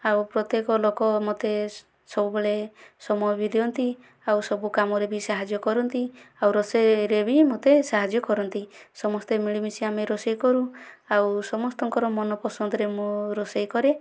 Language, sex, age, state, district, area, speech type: Odia, female, 30-45, Odisha, Kandhamal, rural, spontaneous